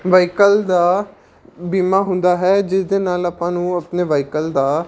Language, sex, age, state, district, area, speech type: Punjabi, male, 18-30, Punjab, Patiala, urban, spontaneous